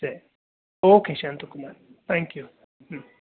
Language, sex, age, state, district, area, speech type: Kannada, male, 30-45, Karnataka, Bangalore Urban, rural, conversation